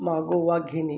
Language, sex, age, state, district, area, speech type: Marathi, male, 45-60, Maharashtra, Buldhana, urban, read